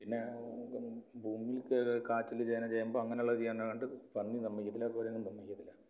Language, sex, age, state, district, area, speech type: Malayalam, male, 45-60, Kerala, Kollam, rural, spontaneous